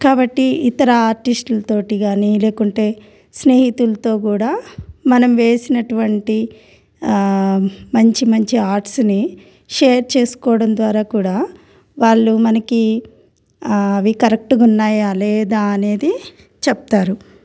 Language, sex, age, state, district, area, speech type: Telugu, female, 30-45, Telangana, Ranga Reddy, urban, spontaneous